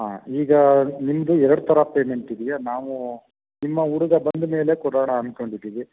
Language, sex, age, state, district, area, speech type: Kannada, male, 30-45, Karnataka, Mandya, rural, conversation